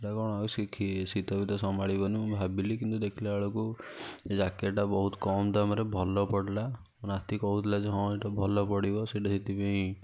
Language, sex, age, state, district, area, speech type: Odia, male, 60+, Odisha, Kendujhar, urban, spontaneous